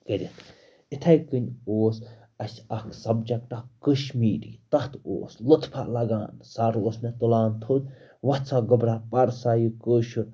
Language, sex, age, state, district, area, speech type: Kashmiri, male, 18-30, Jammu and Kashmir, Baramulla, rural, spontaneous